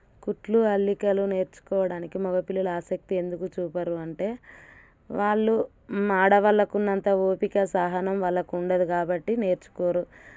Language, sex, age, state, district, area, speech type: Telugu, female, 30-45, Telangana, Warangal, rural, spontaneous